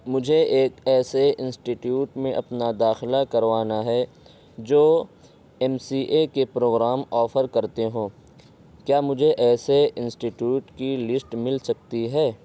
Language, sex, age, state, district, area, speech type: Urdu, male, 18-30, Uttar Pradesh, Saharanpur, urban, read